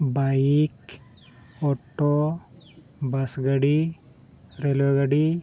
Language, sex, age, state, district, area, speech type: Santali, male, 45-60, Odisha, Mayurbhanj, rural, spontaneous